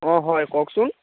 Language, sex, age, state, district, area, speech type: Assamese, male, 18-30, Assam, Dhemaji, rural, conversation